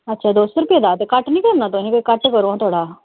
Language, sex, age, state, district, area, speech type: Dogri, female, 30-45, Jammu and Kashmir, Samba, urban, conversation